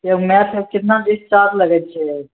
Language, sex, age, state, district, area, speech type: Maithili, male, 18-30, Bihar, Begusarai, urban, conversation